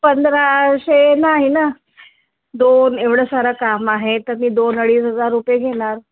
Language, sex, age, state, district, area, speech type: Marathi, female, 45-60, Maharashtra, Nagpur, urban, conversation